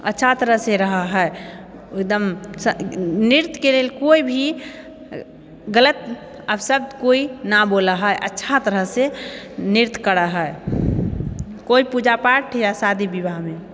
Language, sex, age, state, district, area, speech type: Maithili, female, 30-45, Bihar, Purnia, rural, spontaneous